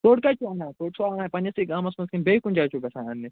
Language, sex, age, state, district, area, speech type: Kashmiri, male, 45-60, Jammu and Kashmir, Budgam, urban, conversation